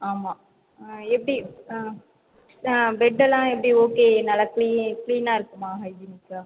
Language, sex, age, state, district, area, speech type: Tamil, female, 18-30, Tamil Nadu, Viluppuram, rural, conversation